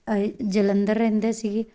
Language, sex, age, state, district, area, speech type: Punjabi, female, 18-30, Punjab, Tarn Taran, rural, spontaneous